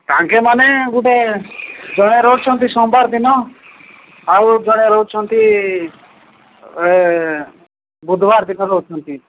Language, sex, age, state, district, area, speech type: Odia, male, 45-60, Odisha, Nabarangpur, rural, conversation